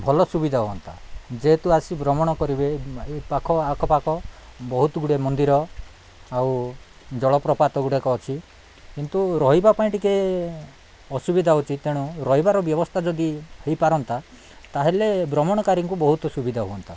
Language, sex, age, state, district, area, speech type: Odia, male, 45-60, Odisha, Nabarangpur, rural, spontaneous